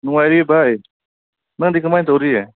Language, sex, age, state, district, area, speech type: Manipuri, male, 45-60, Manipur, Ukhrul, rural, conversation